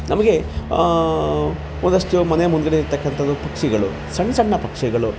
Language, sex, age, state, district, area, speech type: Kannada, male, 30-45, Karnataka, Kolar, rural, spontaneous